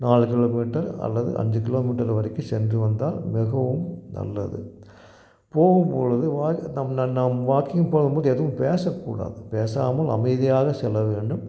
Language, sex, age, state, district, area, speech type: Tamil, male, 60+, Tamil Nadu, Tiruppur, rural, spontaneous